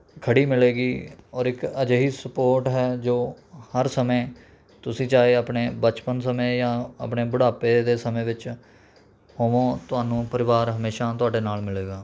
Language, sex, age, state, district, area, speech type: Punjabi, male, 18-30, Punjab, Rupnagar, rural, spontaneous